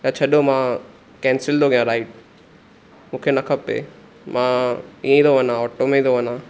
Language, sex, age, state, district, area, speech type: Sindhi, male, 18-30, Maharashtra, Thane, rural, spontaneous